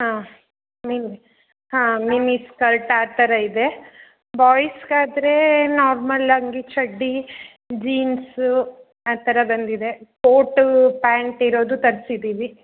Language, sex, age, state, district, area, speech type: Kannada, female, 30-45, Karnataka, Uttara Kannada, rural, conversation